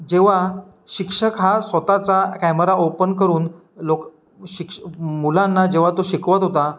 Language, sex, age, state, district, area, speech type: Marathi, male, 18-30, Maharashtra, Ratnagiri, rural, spontaneous